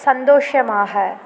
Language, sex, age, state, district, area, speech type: Tamil, female, 18-30, Tamil Nadu, Mayiladuthurai, rural, read